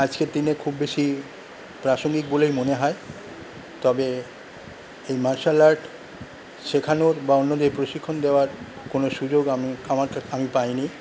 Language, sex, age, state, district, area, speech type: Bengali, male, 45-60, West Bengal, Paschim Bardhaman, rural, spontaneous